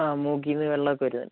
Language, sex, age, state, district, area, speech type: Malayalam, male, 45-60, Kerala, Kozhikode, urban, conversation